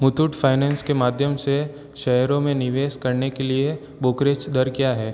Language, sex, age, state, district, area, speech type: Hindi, male, 18-30, Rajasthan, Jodhpur, urban, read